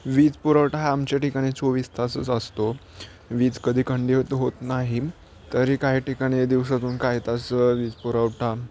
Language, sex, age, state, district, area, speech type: Marathi, male, 18-30, Maharashtra, Nashik, urban, spontaneous